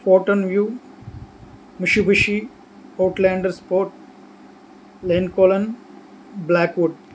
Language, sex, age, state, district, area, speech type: Telugu, male, 45-60, Andhra Pradesh, Anakapalli, rural, spontaneous